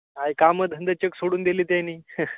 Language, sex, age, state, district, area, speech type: Marathi, male, 30-45, Maharashtra, Hingoli, urban, conversation